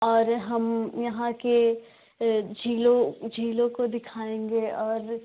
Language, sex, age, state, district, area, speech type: Hindi, female, 18-30, Uttar Pradesh, Jaunpur, urban, conversation